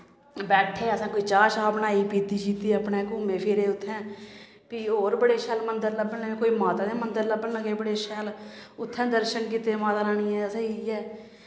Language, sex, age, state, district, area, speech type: Dogri, female, 30-45, Jammu and Kashmir, Samba, rural, spontaneous